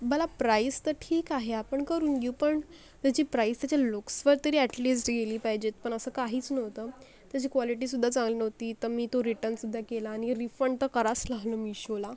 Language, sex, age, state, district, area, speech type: Marathi, female, 30-45, Maharashtra, Akola, rural, spontaneous